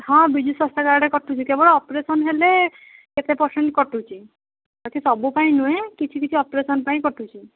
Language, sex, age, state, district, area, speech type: Odia, female, 18-30, Odisha, Kendujhar, urban, conversation